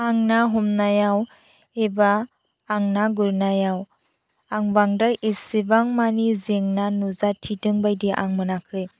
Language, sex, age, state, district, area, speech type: Bodo, female, 45-60, Assam, Chirang, rural, spontaneous